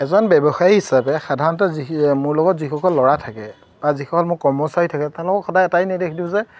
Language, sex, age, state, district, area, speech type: Assamese, male, 30-45, Assam, Golaghat, urban, spontaneous